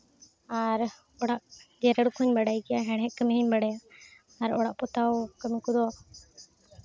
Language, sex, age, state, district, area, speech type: Santali, female, 18-30, West Bengal, Uttar Dinajpur, rural, spontaneous